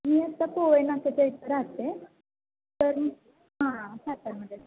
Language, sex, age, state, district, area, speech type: Marathi, female, 18-30, Maharashtra, Satara, rural, conversation